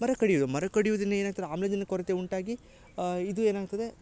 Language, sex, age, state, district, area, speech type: Kannada, male, 18-30, Karnataka, Uttara Kannada, rural, spontaneous